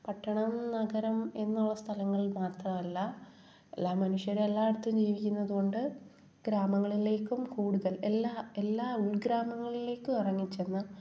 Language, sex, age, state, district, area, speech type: Malayalam, female, 18-30, Kerala, Kollam, rural, spontaneous